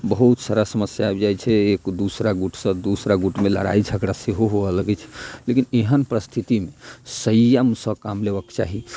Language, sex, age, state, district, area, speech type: Maithili, male, 30-45, Bihar, Muzaffarpur, rural, spontaneous